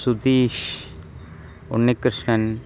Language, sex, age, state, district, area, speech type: Sanskrit, male, 45-60, Kerala, Thiruvananthapuram, urban, spontaneous